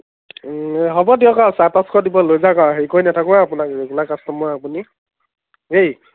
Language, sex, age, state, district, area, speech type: Assamese, male, 30-45, Assam, Dhemaji, rural, conversation